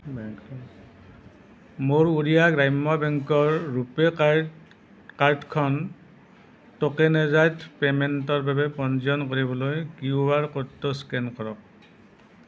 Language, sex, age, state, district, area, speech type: Assamese, male, 45-60, Assam, Nalbari, rural, read